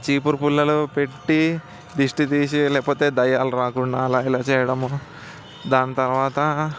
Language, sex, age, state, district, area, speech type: Telugu, male, 18-30, Telangana, Ranga Reddy, urban, spontaneous